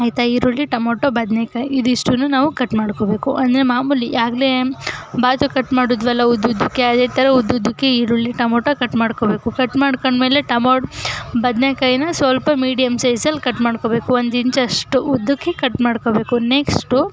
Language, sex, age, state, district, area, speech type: Kannada, female, 18-30, Karnataka, Chamarajanagar, urban, spontaneous